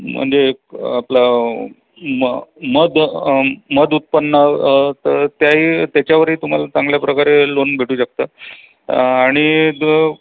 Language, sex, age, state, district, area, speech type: Marathi, male, 30-45, Maharashtra, Buldhana, urban, conversation